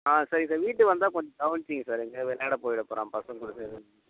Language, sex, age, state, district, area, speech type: Tamil, male, 30-45, Tamil Nadu, Tiruchirappalli, rural, conversation